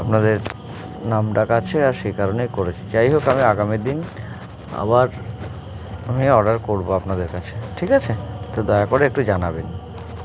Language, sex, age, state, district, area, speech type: Bengali, male, 30-45, West Bengal, Howrah, urban, spontaneous